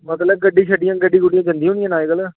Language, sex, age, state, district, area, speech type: Dogri, male, 18-30, Jammu and Kashmir, Jammu, urban, conversation